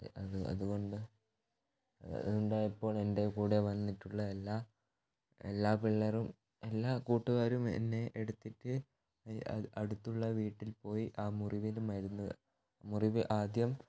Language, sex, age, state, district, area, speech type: Malayalam, male, 18-30, Kerala, Kannur, rural, spontaneous